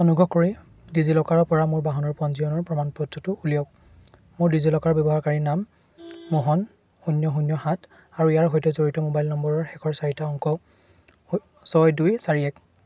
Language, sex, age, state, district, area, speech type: Assamese, male, 18-30, Assam, Charaideo, urban, read